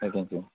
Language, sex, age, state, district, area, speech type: Tamil, male, 18-30, Tamil Nadu, Tiruppur, rural, conversation